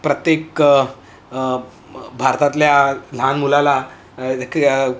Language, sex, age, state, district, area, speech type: Marathi, male, 30-45, Maharashtra, Mumbai City, urban, spontaneous